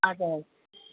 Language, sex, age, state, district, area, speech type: Nepali, female, 45-60, West Bengal, Kalimpong, rural, conversation